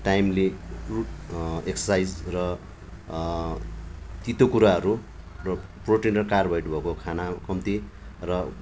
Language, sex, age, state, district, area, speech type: Nepali, male, 45-60, West Bengal, Darjeeling, rural, spontaneous